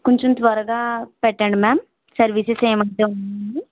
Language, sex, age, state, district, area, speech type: Telugu, female, 45-60, Andhra Pradesh, Kakinada, rural, conversation